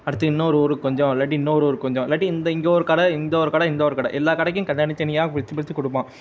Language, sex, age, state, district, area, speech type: Tamil, male, 18-30, Tamil Nadu, Perambalur, urban, spontaneous